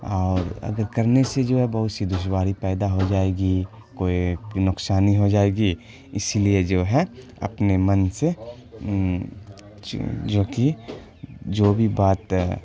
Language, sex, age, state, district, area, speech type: Urdu, male, 18-30, Bihar, Khagaria, rural, spontaneous